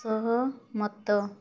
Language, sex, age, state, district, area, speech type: Odia, female, 18-30, Odisha, Mayurbhanj, rural, read